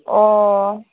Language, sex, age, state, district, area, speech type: Assamese, female, 30-45, Assam, Tinsukia, urban, conversation